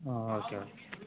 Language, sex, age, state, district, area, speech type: Kannada, male, 18-30, Karnataka, Chitradurga, rural, conversation